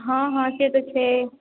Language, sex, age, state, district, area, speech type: Maithili, female, 18-30, Bihar, Darbhanga, rural, conversation